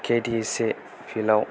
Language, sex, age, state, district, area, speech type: Bodo, male, 18-30, Assam, Kokrajhar, urban, spontaneous